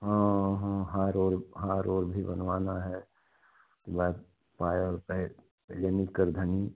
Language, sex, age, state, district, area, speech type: Hindi, male, 60+, Uttar Pradesh, Chandauli, rural, conversation